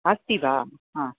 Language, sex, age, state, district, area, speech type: Sanskrit, female, 60+, Tamil Nadu, Thanjavur, urban, conversation